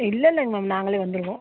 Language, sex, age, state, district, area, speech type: Tamil, female, 45-60, Tamil Nadu, Nilgiris, rural, conversation